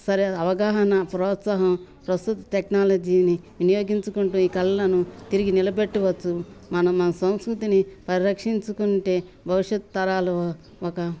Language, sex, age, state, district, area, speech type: Telugu, female, 60+, Telangana, Ranga Reddy, rural, spontaneous